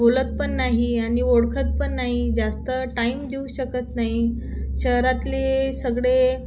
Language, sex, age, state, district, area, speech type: Marathi, female, 30-45, Maharashtra, Thane, urban, spontaneous